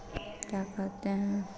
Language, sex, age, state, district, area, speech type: Hindi, female, 18-30, Bihar, Madhepura, rural, spontaneous